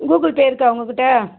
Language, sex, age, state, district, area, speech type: Tamil, female, 30-45, Tamil Nadu, Madurai, urban, conversation